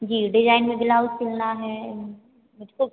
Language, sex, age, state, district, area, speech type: Hindi, female, 45-60, Madhya Pradesh, Hoshangabad, rural, conversation